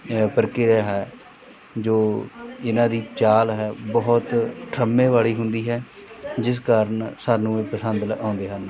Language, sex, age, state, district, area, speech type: Punjabi, male, 45-60, Punjab, Mohali, rural, spontaneous